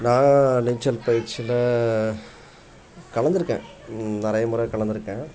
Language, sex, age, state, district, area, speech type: Tamil, male, 60+, Tamil Nadu, Tiruppur, rural, spontaneous